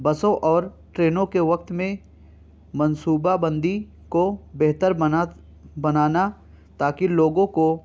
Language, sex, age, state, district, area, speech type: Urdu, male, 18-30, Uttar Pradesh, Balrampur, rural, spontaneous